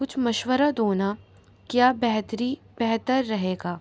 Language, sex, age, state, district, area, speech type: Urdu, female, 18-30, Delhi, North East Delhi, urban, spontaneous